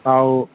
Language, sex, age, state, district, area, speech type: Assamese, male, 45-60, Assam, Darrang, rural, conversation